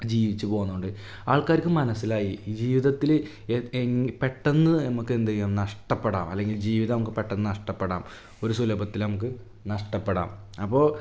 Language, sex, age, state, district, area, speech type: Malayalam, male, 18-30, Kerala, Malappuram, rural, spontaneous